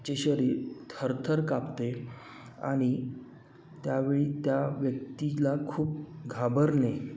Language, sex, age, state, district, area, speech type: Marathi, male, 30-45, Maharashtra, Wardha, urban, spontaneous